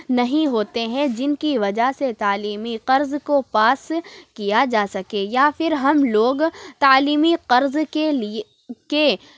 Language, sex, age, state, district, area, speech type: Urdu, female, 30-45, Uttar Pradesh, Lucknow, urban, spontaneous